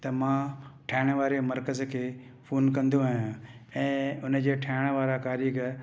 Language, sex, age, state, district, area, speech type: Sindhi, male, 60+, Maharashtra, Mumbai City, urban, spontaneous